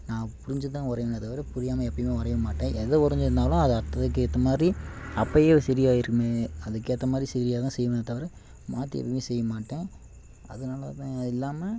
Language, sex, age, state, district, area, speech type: Tamil, male, 18-30, Tamil Nadu, Namakkal, rural, spontaneous